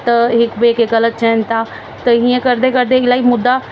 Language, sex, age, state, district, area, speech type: Sindhi, female, 30-45, Delhi, South Delhi, urban, spontaneous